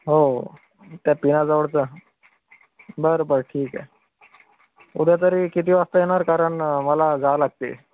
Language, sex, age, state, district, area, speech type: Marathi, male, 30-45, Maharashtra, Akola, rural, conversation